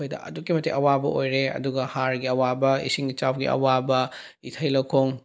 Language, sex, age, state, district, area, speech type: Manipuri, male, 18-30, Manipur, Bishnupur, rural, spontaneous